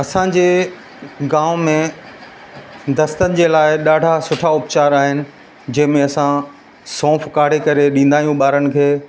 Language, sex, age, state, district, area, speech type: Sindhi, male, 45-60, Madhya Pradesh, Katni, rural, spontaneous